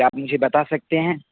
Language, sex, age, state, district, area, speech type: Urdu, male, 18-30, Uttar Pradesh, Saharanpur, urban, conversation